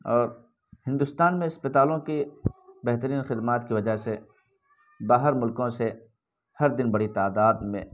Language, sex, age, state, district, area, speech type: Urdu, male, 18-30, Bihar, Purnia, rural, spontaneous